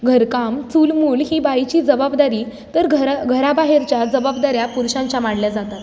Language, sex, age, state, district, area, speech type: Marathi, female, 18-30, Maharashtra, Satara, urban, spontaneous